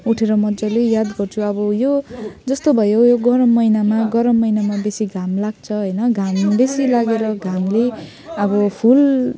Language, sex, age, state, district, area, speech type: Nepali, female, 30-45, West Bengal, Jalpaiguri, urban, spontaneous